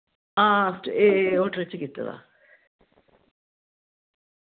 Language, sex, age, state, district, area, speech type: Dogri, female, 60+, Jammu and Kashmir, Reasi, rural, conversation